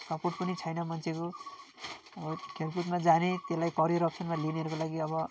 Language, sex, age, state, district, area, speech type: Nepali, male, 45-60, West Bengal, Darjeeling, rural, spontaneous